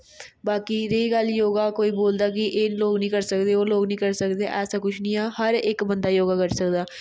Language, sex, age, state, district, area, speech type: Dogri, female, 18-30, Jammu and Kashmir, Jammu, urban, spontaneous